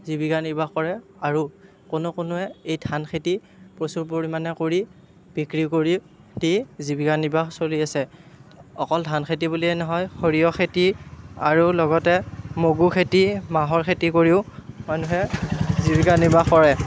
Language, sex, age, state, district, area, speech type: Assamese, male, 30-45, Assam, Darrang, rural, spontaneous